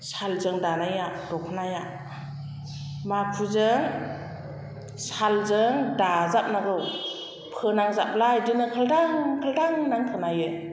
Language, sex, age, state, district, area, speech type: Bodo, female, 60+, Assam, Chirang, rural, spontaneous